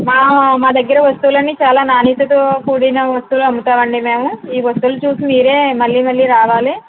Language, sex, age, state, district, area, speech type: Telugu, female, 30-45, Andhra Pradesh, Konaseema, rural, conversation